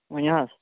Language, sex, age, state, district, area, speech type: Kashmiri, male, 18-30, Jammu and Kashmir, Kulgam, rural, conversation